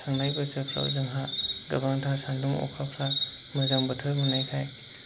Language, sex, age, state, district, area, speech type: Bodo, male, 30-45, Assam, Chirang, rural, spontaneous